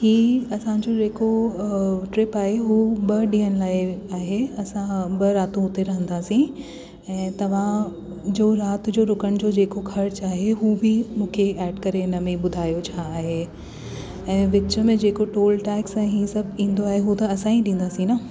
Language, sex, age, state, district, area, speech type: Sindhi, female, 30-45, Delhi, South Delhi, urban, spontaneous